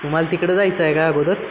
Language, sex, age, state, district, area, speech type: Marathi, male, 18-30, Maharashtra, Satara, urban, spontaneous